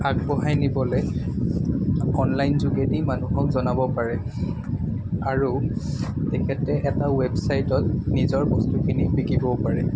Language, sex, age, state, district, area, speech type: Assamese, male, 18-30, Assam, Jorhat, urban, spontaneous